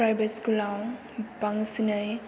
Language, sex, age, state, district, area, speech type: Bodo, female, 18-30, Assam, Chirang, urban, spontaneous